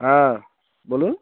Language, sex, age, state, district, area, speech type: Bengali, male, 30-45, West Bengal, Darjeeling, rural, conversation